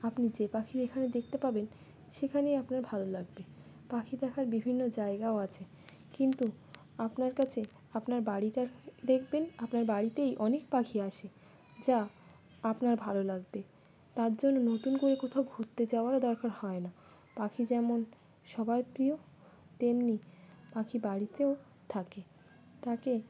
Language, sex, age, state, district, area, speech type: Bengali, female, 18-30, West Bengal, Birbhum, urban, spontaneous